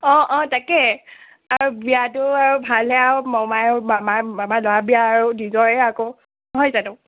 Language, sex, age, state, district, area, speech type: Assamese, female, 18-30, Assam, Biswanath, rural, conversation